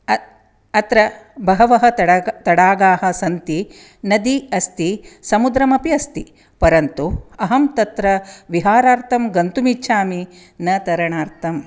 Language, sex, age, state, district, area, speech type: Sanskrit, female, 45-60, Karnataka, Dakshina Kannada, urban, spontaneous